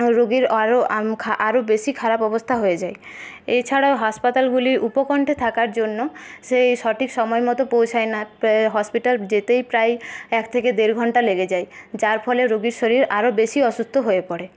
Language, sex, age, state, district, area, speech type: Bengali, female, 18-30, West Bengal, Paschim Bardhaman, urban, spontaneous